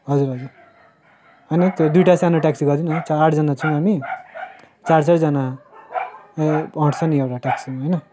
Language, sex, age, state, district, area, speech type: Nepali, male, 18-30, West Bengal, Darjeeling, rural, spontaneous